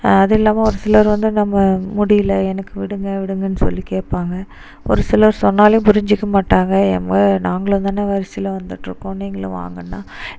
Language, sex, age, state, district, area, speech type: Tamil, female, 30-45, Tamil Nadu, Dharmapuri, rural, spontaneous